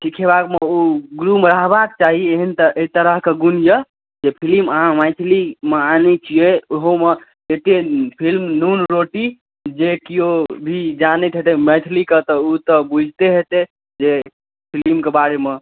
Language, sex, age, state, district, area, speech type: Maithili, male, 18-30, Bihar, Darbhanga, rural, conversation